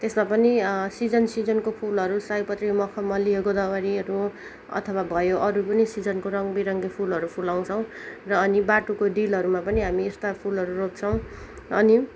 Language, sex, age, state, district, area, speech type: Nepali, female, 18-30, West Bengal, Kalimpong, rural, spontaneous